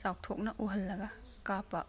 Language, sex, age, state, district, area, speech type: Manipuri, female, 30-45, Manipur, Imphal East, rural, spontaneous